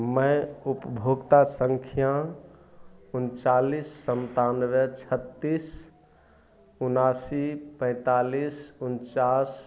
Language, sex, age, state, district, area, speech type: Hindi, male, 45-60, Bihar, Madhepura, rural, read